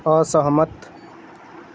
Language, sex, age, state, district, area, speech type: Hindi, male, 18-30, Uttar Pradesh, Azamgarh, rural, read